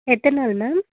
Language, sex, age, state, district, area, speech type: Tamil, female, 18-30, Tamil Nadu, Chennai, urban, conversation